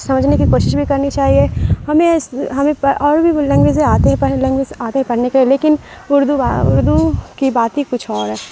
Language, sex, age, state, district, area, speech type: Urdu, female, 30-45, Bihar, Supaul, rural, spontaneous